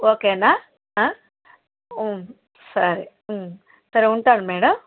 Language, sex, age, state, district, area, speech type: Telugu, female, 45-60, Andhra Pradesh, Chittoor, rural, conversation